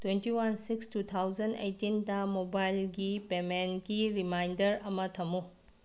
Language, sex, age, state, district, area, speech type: Manipuri, female, 30-45, Manipur, Bishnupur, rural, read